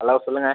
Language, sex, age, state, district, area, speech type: Tamil, male, 30-45, Tamil Nadu, Mayiladuthurai, urban, conversation